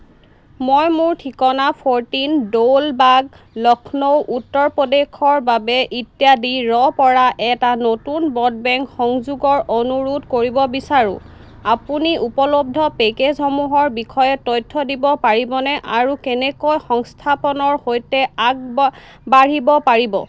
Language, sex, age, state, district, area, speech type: Assamese, female, 30-45, Assam, Golaghat, rural, read